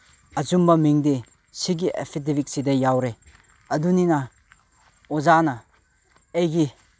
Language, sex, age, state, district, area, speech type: Manipuri, male, 18-30, Manipur, Chandel, rural, spontaneous